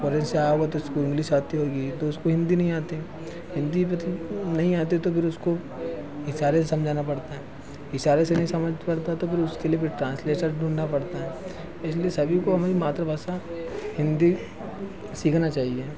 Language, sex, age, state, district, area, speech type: Hindi, male, 18-30, Madhya Pradesh, Harda, urban, spontaneous